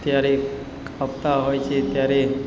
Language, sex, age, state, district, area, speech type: Gujarati, male, 30-45, Gujarat, Narmada, rural, spontaneous